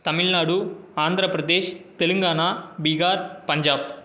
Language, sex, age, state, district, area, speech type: Tamil, male, 18-30, Tamil Nadu, Salem, urban, spontaneous